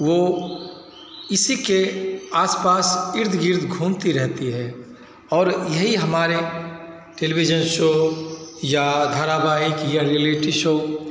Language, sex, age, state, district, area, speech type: Hindi, male, 45-60, Bihar, Begusarai, rural, spontaneous